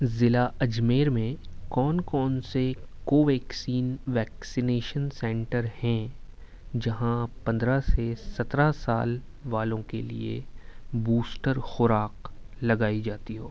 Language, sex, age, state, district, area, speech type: Urdu, male, 18-30, Uttar Pradesh, Ghaziabad, urban, read